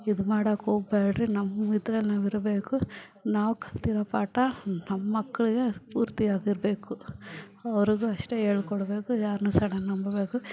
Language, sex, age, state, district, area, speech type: Kannada, female, 45-60, Karnataka, Bangalore Rural, rural, spontaneous